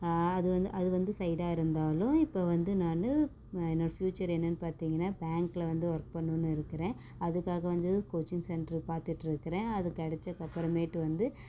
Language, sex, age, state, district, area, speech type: Tamil, female, 18-30, Tamil Nadu, Namakkal, rural, spontaneous